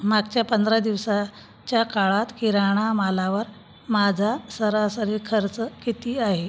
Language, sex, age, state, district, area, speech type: Marathi, female, 45-60, Maharashtra, Buldhana, rural, read